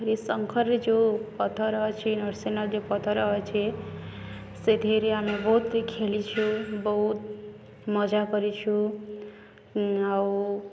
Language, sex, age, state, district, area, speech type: Odia, female, 18-30, Odisha, Balangir, urban, spontaneous